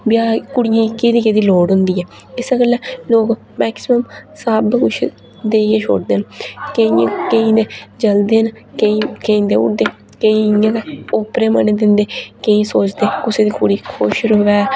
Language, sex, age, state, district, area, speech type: Dogri, female, 18-30, Jammu and Kashmir, Reasi, rural, spontaneous